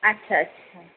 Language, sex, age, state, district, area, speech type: Bengali, female, 30-45, West Bengal, Kolkata, urban, conversation